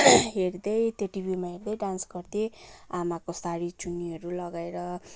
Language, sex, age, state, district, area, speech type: Nepali, female, 30-45, West Bengal, Kalimpong, rural, spontaneous